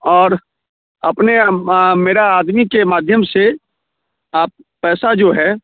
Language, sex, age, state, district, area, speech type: Hindi, male, 45-60, Bihar, Muzaffarpur, rural, conversation